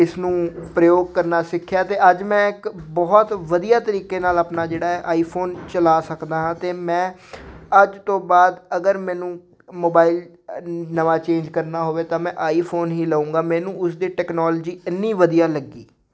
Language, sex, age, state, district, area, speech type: Punjabi, male, 18-30, Punjab, Hoshiarpur, rural, spontaneous